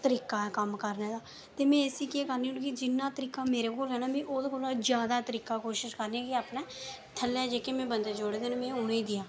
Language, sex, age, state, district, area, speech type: Dogri, female, 18-30, Jammu and Kashmir, Reasi, rural, spontaneous